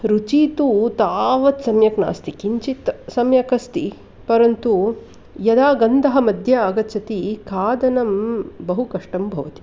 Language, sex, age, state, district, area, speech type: Sanskrit, female, 45-60, Karnataka, Mandya, urban, spontaneous